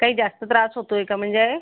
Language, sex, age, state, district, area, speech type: Marathi, female, 30-45, Maharashtra, Buldhana, rural, conversation